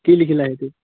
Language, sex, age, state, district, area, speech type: Assamese, male, 18-30, Assam, Charaideo, rural, conversation